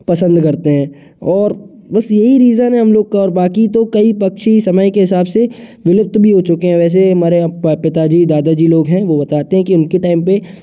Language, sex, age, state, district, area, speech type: Hindi, male, 18-30, Madhya Pradesh, Jabalpur, urban, spontaneous